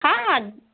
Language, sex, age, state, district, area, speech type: Hindi, female, 45-60, Bihar, Darbhanga, rural, conversation